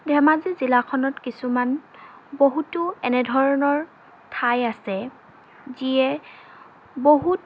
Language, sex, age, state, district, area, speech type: Assamese, female, 18-30, Assam, Dhemaji, urban, spontaneous